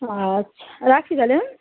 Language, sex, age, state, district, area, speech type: Bengali, female, 45-60, West Bengal, Paschim Medinipur, rural, conversation